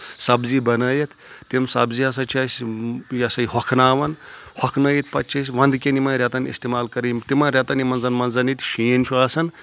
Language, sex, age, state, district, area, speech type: Kashmiri, male, 18-30, Jammu and Kashmir, Anantnag, rural, spontaneous